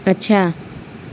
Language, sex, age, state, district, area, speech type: Urdu, female, 30-45, Bihar, Gaya, urban, spontaneous